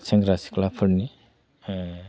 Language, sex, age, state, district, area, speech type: Bodo, male, 45-60, Assam, Udalguri, rural, spontaneous